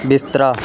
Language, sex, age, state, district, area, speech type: Punjabi, male, 30-45, Punjab, Pathankot, rural, read